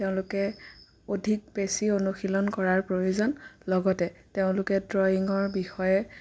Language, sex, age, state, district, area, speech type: Assamese, female, 18-30, Assam, Sonitpur, rural, spontaneous